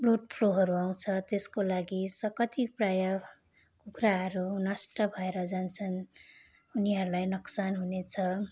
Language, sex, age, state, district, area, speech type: Nepali, female, 30-45, West Bengal, Darjeeling, rural, spontaneous